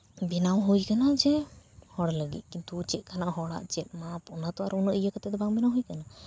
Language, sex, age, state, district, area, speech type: Santali, female, 30-45, West Bengal, Paschim Bardhaman, rural, spontaneous